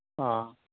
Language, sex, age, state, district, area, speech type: Assamese, male, 60+, Assam, Majuli, urban, conversation